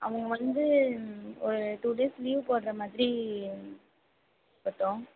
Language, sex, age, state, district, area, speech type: Tamil, female, 18-30, Tamil Nadu, Mayiladuthurai, rural, conversation